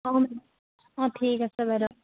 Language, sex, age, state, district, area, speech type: Assamese, female, 18-30, Assam, Sivasagar, rural, conversation